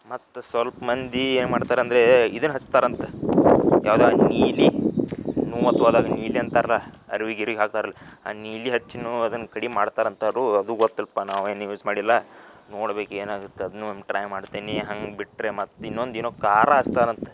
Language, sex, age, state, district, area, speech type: Kannada, male, 18-30, Karnataka, Dharwad, urban, spontaneous